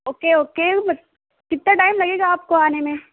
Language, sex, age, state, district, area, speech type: Urdu, female, 18-30, Uttar Pradesh, Balrampur, rural, conversation